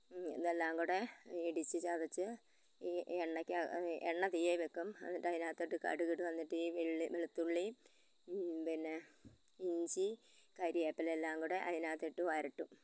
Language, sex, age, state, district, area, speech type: Malayalam, female, 60+, Kerala, Malappuram, rural, spontaneous